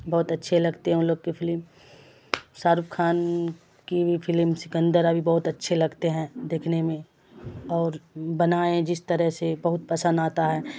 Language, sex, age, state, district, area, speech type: Urdu, female, 45-60, Bihar, Khagaria, rural, spontaneous